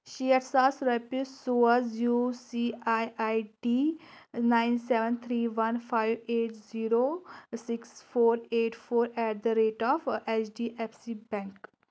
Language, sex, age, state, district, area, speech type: Kashmiri, female, 18-30, Jammu and Kashmir, Anantnag, rural, read